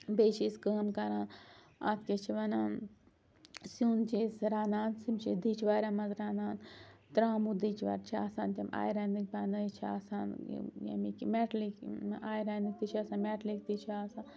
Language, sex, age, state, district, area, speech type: Kashmiri, female, 30-45, Jammu and Kashmir, Srinagar, urban, spontaneous